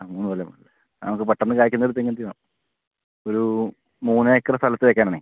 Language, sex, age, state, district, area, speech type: Malayalam, male, 30-45, Kerala, Palakkad, rural, conversation